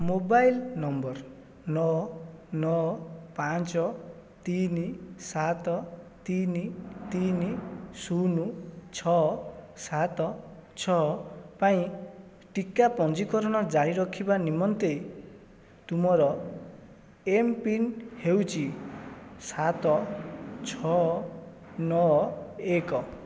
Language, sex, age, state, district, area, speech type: Odia, male, 18-30, Odisha, Jajpur, rural, read